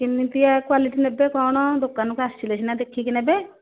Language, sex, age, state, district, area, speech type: Odia, female, 45-60, Odisha, Nayagarh, rural, conversation